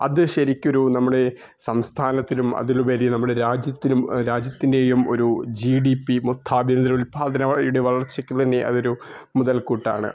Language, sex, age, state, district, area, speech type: Malayalam, male, 45-60, Kerala, Malappuram, rural, spontaneous